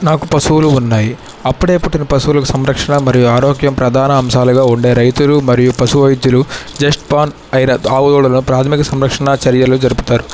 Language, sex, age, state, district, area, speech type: Telugu, male, 30-45, Andhra Pradesh, N T Rama Rao, rural, spontaneous